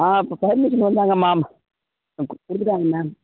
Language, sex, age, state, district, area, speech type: Tamil, male, 18-30, Tamil Nadu, Cuddalore, rural, conversation